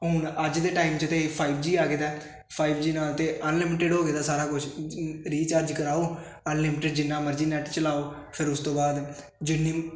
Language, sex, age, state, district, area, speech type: Punjabi, male, 18-30, Punjab, Hoshiarpur, rural, spontaneous